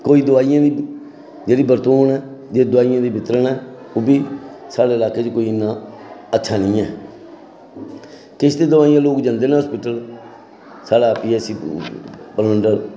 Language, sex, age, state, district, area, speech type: Dogri, male, 60+, Jammu and Kashmir, Samba, rural, spontaneous